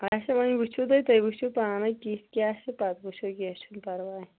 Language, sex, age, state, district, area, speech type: Kashmiri, female, 30-45, Jammu and Kashmir, Kulgam, rural, conversation